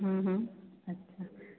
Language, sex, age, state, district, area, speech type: Sindhi, female, 30-45, Gujarat, Junagadh, urban, conversation